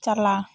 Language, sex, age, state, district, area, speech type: Santali, female, 30-45, West Bengal, Bankura, rural, read